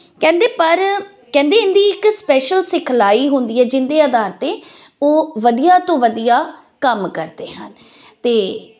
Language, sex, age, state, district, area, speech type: Punjabi, female, 30-45, Punjab, Firozpur, urban, spontaneous